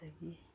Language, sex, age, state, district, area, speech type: Manipuri, female, 45-60, Manipur, Imphal East, rural, spontaneous